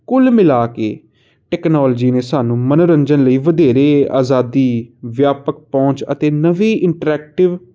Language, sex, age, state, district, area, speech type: Punjabi, male, 18-30, Punjab, Kapurthala, urban, spontaneous